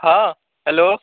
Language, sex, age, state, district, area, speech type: Hindi, male, 18-30, Bihar, Begusarai, rural, conversation